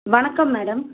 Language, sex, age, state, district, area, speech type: Tamil, female, 30-45, Tamil Nadu, Tiruvallur, urban, conversation